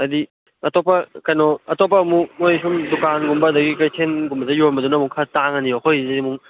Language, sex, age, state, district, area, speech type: Manipuri, male, 18-30, Manipur, Kangpokpi, urban, conversation